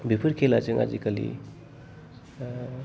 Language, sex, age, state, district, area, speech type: Bodo, male, 30-45, Assam, Kokrajhar, rural, spontaneous